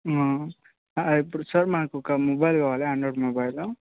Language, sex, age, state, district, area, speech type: Telugu, male, 18-30, Telangana, Yadadri Bhuvanagiri, urban, conversation